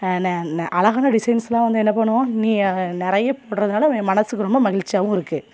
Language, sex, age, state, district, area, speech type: Tamil, female, 18-30, Tamil Nadu, Thoothukudi, rural, spontaneous